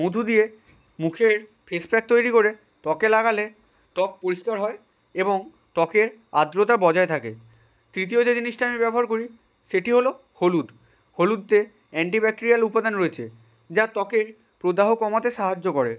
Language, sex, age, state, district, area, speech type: Bengali, male, 60+, West Bengal, Nadia, rural, spontaneous